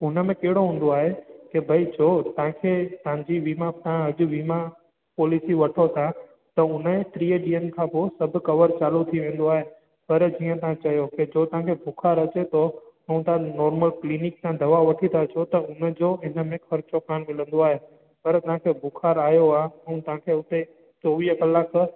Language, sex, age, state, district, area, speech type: Sindhi, male, 18-30, Gujarat, Junagadh, urban, conversation